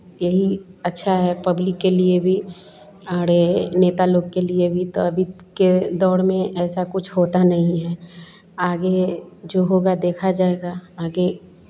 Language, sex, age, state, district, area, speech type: Hindi, female, 45-60, Bihar, Vaishali, urban, spontaneous